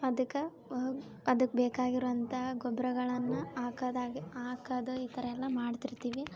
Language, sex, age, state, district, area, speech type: Kannada, female, 18-30, Karnataka, Koppal, rural, spontaneous